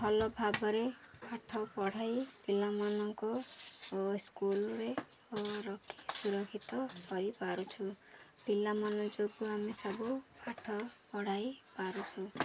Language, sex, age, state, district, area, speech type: Odia, female, 30-45, Odisha, Ganjam, urban, spontaneous